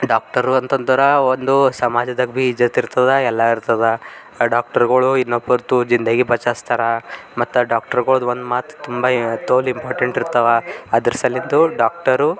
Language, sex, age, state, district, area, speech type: Kannada, male, 18-30, Karnataka, Bidar, urban, spontaneous